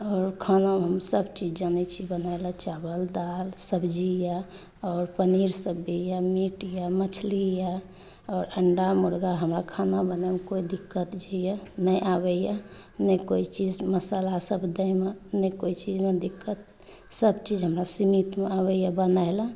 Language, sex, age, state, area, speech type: Maithili, female, 30-45, Jharkhand, urban, spontaneous